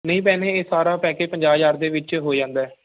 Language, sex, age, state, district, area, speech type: Punjabi, male, 18-30, Punjab, Firozpur, urban, conversation